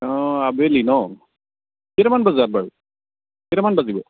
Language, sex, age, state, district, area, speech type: Assamese, male, 18-30, Assam, Sivasagar, rural, conversation